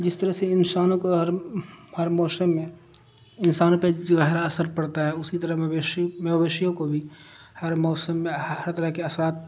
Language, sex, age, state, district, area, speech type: Urdu, male, 45-60, Bihar, Darbhanga, rural, spontaneous